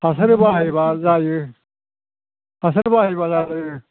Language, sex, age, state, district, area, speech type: Bodo, male, 45-60, Assam, Chirang, rural, conversation